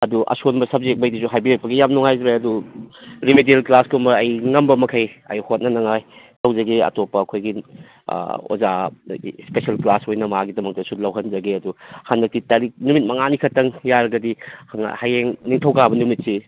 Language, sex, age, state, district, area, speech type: Manipuri, male, 45-60, Manipur, Kakching, rural, conversation